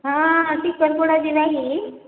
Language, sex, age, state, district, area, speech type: Odia, female, 45-60, Odisha, Angul, rural, conversation